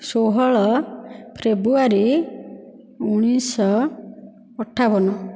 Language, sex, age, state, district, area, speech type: Odia, female, 30-45, Odisha, Dhenkanal, rural, spontaneous